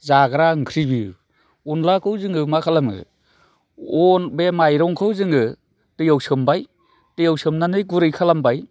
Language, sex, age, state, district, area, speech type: Bodo, male, 45-60, Assam, Chirang, urban, spontaneous